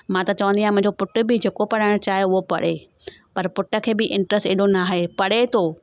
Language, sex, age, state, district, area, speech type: Sindhi, female, 45-60, Gujarat, Surat, urban, spontaneous